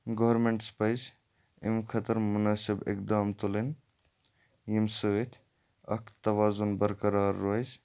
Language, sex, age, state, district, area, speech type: Kashmiri, male, 30-45, Jammu and Kashmir, Kupwara, urban, spontaneous